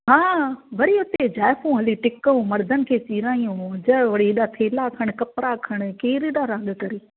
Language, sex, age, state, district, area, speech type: Sindhi, female, 45-60, Maharashtra, Thane, urban, conversation